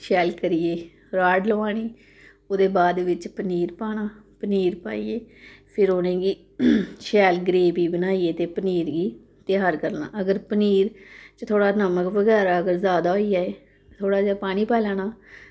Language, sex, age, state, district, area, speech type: Dogri, female, 30-45, Jammu and Kashmir, Samba, rural, spontaneous